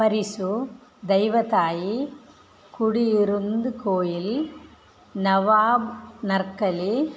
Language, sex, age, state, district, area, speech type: Sanskrit, female, 60+, Karnataka, Udupi, rural, read